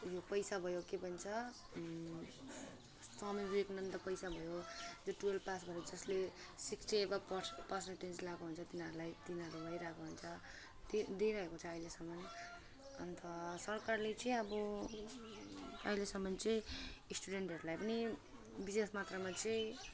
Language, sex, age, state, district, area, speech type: Nepali, female, 18-30, West Bengal, Alipurduar, urban, spontaneous